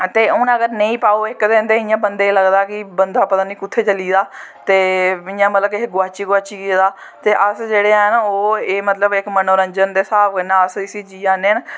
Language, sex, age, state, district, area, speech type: Dogri, female, 18-30, Jammu and Kashmir, Jammu, rural, spontaneous